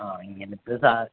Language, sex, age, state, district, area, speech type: Malayalam, male, 30-45, Kerala, Ernakulam, rural, conversation